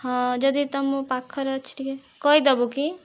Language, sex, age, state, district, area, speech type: Odia, female, 18-30, Odisha, Kandhamal, rural, spontaneous